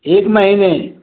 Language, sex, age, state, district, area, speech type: Hindi, male, 60+, Uttar Pradesh, Mau, rural, conversation